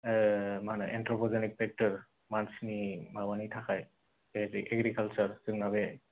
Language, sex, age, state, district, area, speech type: Bodo, male, 18-30, Assam, Kokrajhar, rural, conversation